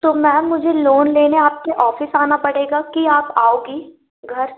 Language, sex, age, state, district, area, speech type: Hindi, female, 18-30, Madhya Pradesh, Betul, urban, conversation